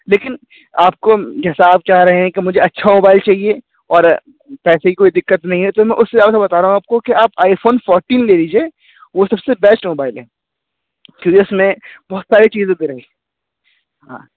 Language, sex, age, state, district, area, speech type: Urdu, male, 18-30, Uttar Pradesh, Muzaffarnagar, urban, conversation